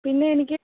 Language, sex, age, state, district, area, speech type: Malayalam, female, 18-30, Kerala, Wayanad, rural, conversation